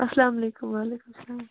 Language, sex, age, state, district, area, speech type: Kashmiri, female, 30-45, Jammu and Kashmir, Budgam, rural, conversation